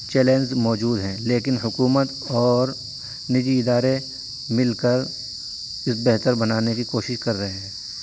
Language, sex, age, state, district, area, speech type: Urdu, male, 30-45, Uttar Pradesh, Saharanpur, urban, spontaneous